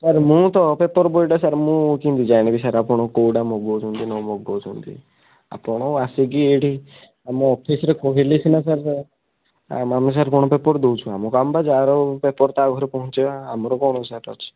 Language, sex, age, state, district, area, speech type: Odia, male, 30-45, Odisha, Kandhamal, rural, conversation